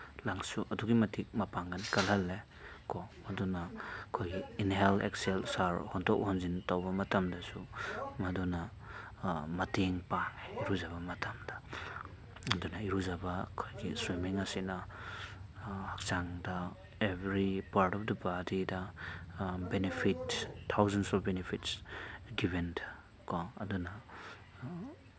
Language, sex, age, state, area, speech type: Manipuri, male, 30-45, Manipur, urban, spontaneous